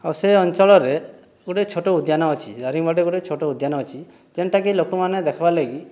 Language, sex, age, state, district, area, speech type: Odia, male, 18-30, Odisha, Boudh, rural, spontaneous